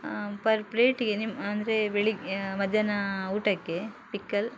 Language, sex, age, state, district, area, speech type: Kannada, female, 30-45, Karnataka, Udupi, rural, spontaneous